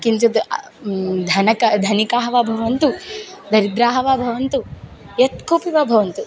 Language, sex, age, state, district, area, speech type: Sanskrit, female, 18-30, Kerala, Thiruvananthapuram, urban, spontaneous